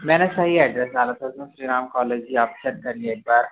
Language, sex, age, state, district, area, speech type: Hindi, male, 18-30, Madhya Pradesh, Jabalpur, urban, conversation